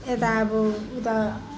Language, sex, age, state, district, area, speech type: Nepali, female, 30-45, West Bengal, Kalimpong, rural, spontaneous